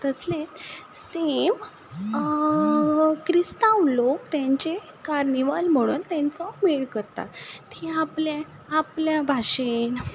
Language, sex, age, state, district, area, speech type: Goan Konkani, female, 30-45, Goa, Ponda, rural, spontaneous